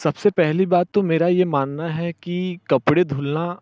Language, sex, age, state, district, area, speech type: Hindi, male, 30-45, Uttar Pradesh, Mirzapur, rural, spontaneous